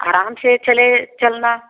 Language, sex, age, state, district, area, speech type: Hindi, female, 45-60, Uttar Pradesh, Prayagraj, rural, conversation